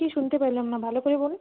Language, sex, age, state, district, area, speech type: Bengali, female, 18-30, West Bengal, Uttar Dinajpur, rural, conversation